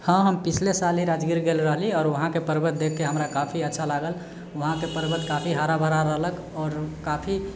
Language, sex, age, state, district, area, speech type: Maithili, male, 18-30, Bihar, Sitamarhi, urban, spontaneous